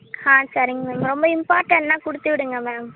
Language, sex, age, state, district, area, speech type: Tamil, female, 18-30, Tamil Nadu, Kallakurichi, rural, conversation